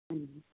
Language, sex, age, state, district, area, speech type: Punjabi, female, 30-45, Punjab, Tarn Taran, urban, conversation